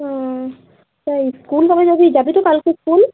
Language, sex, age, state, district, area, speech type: Bengali, female, 18-30, West Bengal, Cooch Behar, rural, conversation